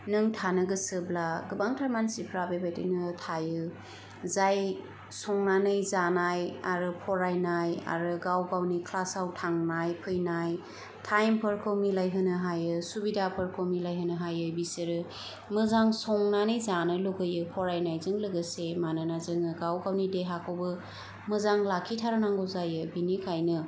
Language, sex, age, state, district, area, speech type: Bodo, female, 30-45, Assam, Kokrajhar, urban, spontaneous